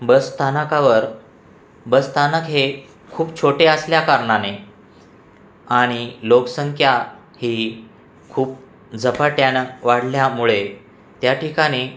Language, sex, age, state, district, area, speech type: Marathi, male, 45-60, Maharashtra, Buldhana, rural, spontaneous